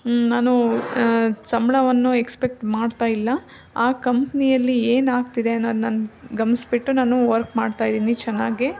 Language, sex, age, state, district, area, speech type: Kannada, female, 18-30, Karnataka, Davanagere, rural, spontaneous